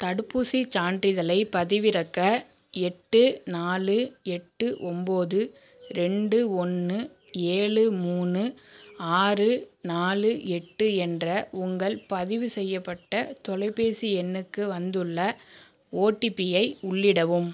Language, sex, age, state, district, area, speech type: Tamil, female, 18-30, Tamil Nadu, Tiruchirappalli, rural, read